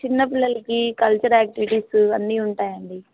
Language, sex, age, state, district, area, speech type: Telugu, female, 18-30, Andhra Pradesh, Nellore, rural, conversation